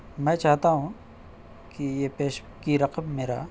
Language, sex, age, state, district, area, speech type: Urdu, male, 30-45, Bihar, Araria, urban, spontaneous